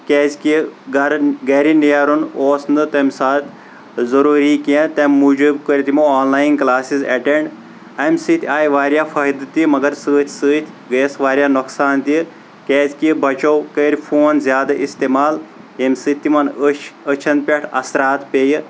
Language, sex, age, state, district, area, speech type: Kashmiri, male, 18-30, Jammu and Kashmir, Kulgam, rural, spontaneous